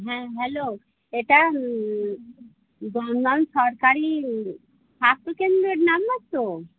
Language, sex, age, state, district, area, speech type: Bengali, female, 45-60, West Bengal, North 24 Parganas, urban, conversation